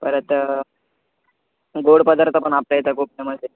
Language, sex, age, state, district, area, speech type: Marathi, male, 18-30, Maharashtra, Thane, urban, conversation